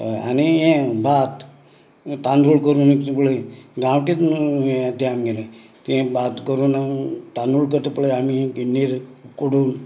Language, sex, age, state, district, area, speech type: Goan Konkani, male, 45-60, Goa, Canacona, rural, spontaneous